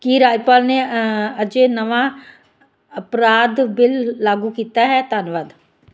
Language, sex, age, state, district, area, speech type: Punjabi, female, 60+, Punjab, Ludhiana, rural, read